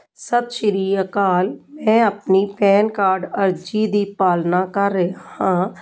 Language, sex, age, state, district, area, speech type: Punjabi, female, 45-60, Punjab, Jalandhar, urban, read